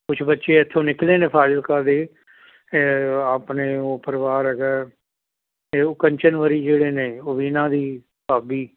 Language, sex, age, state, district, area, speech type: Punjabi, male, 60+, Punjab, Fazilka, rural, conversation